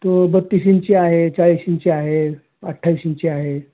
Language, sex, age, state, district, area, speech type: Marathi, male, 60+, Maharashtra, Osmanabad, rural, conversation